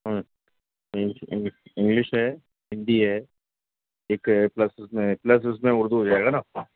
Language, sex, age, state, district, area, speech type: Urdu, male, 30-45, Delhi, North East Delhi, urban, conversation